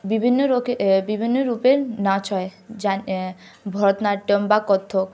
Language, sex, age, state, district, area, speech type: Bengali, female, 18-30, West Bengal, Hooghly, urban, spontaneous